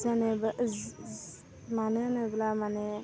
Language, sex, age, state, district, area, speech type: Bodo, female, 30-45, Assam, Udalguri, urban, spontaneous